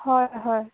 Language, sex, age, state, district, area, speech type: Assamese, female, 18-30, Assam, Jorhat, urban, conversation